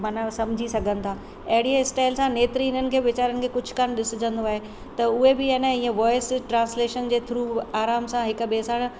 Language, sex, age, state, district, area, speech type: Sindhi, female, 60+, Rajasthan, Ajmer, urban, spontaneous